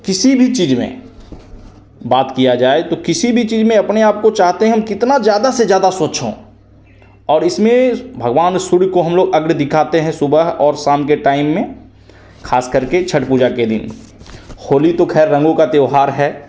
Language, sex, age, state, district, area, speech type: Hindi, male, 18-30, Bihar, Begusarai, rural, spontaneous